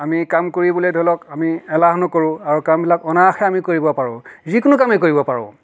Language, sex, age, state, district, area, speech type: Assamese, male, 60+, Assam, Nagaon, rural, spontaneous